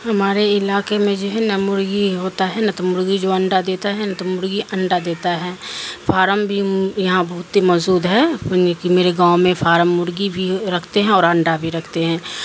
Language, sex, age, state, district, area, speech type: Urdu, female, 45-60, Bihar, Darbhanga, rural, spontaneous